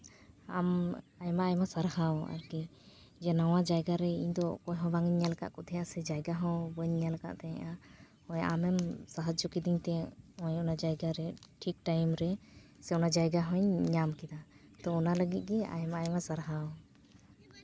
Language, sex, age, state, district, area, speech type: Santali, female, 30-45, West Bengal, Paschim Bardhaman, rural, spontaneous